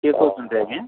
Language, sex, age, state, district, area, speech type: Odia, male, 60+, Odisha, Bhadrak, rural, conversation